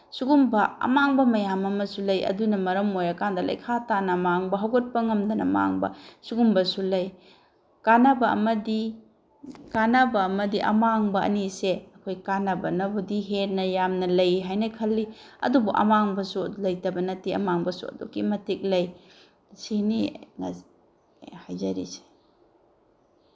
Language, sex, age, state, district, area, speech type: Manipuri, female, 45-60, Manipur, Bishnupur, rural, spontaneous